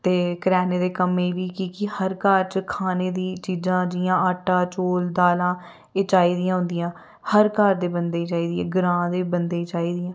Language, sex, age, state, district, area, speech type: Dogri, female, 30-45, Jammu and Kashmir, Reasi, rural, spontaneous